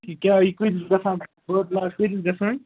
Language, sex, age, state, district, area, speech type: Kashmiri, male, 30-45, Jammu and Kashmir, Ganderbal, rural, conversation